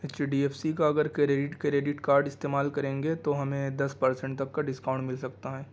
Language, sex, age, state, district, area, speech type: Urdu, male, 18-30, Delhi, East Delhi, urban, spontaneous